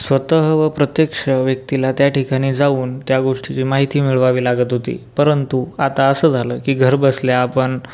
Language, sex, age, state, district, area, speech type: Marathi, male, 18-30, Maharashtra, Buldhana, rural, spontaneous